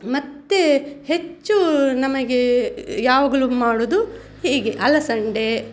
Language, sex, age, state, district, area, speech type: Kannada, female, 45-60, Karnataka, Udupi, rural, spontaneous